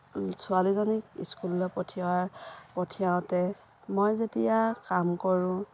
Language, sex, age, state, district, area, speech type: Assamese, female, 45-60, Assam, Dhemaji, rural, spontaneous